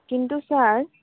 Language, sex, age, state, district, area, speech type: Assamese, female, 18-30, Assam, Jorhat, urban, conversation